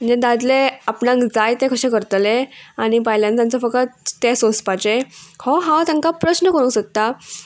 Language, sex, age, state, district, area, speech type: Goan Konkani, female, 18-30, Goa, Murmgao, urban, spontaneous